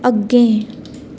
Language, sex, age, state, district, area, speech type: Dogri, female, 18-30, Jammu and Kashmir, Reasi, rural, read